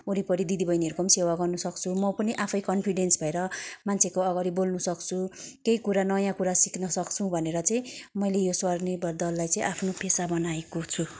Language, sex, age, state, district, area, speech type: Nepali, female, 30-45, West Bengal, Kalimpong, rural, spontaneous